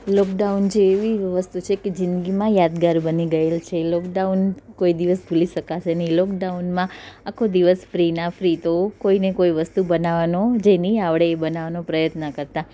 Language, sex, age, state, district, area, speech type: Gujarati, female, 30-45, Gujarat, Surat, urban, spontaneous